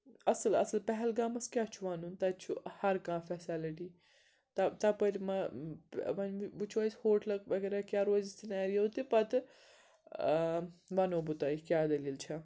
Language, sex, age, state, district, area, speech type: Kashmiri, female, 60+, Jammu and Kashmir, Srinagar, urban, spontaneous